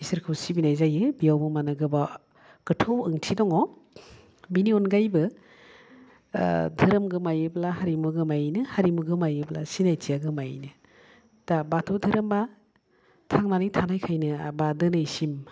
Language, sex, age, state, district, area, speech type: Bodo, female, 45-60, Assam, Udalguri, urban, spontaneous